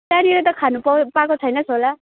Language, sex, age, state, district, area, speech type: Nepali, female, 18-30, West Bengal, Kalimpong, rural, conversation